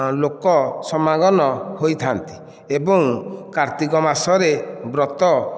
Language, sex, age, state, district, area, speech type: Odia, male, 45-60, Odisha, Nayagarh, rural, spontaneous